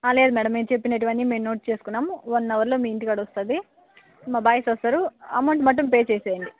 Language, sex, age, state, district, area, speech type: Telugu, female, 18-30, Andhra Pradesh, Sri Balaji, rural, conversation